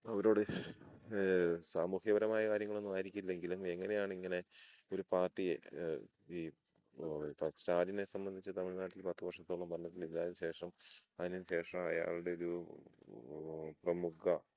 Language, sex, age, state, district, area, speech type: Malayalam, male, 30-45, Kerala, Idukki, rural, spontaneous